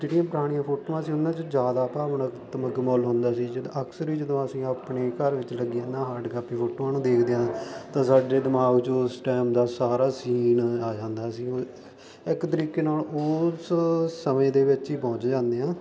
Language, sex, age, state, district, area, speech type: Punjabi, male, 18-30, Punjab, Faridkot, rural, spontaneous